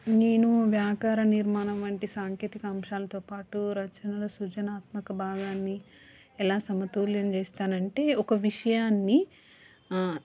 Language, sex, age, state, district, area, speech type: Telugu, female, 30-45, Telangana, Hanamkonda, urban, spontaneous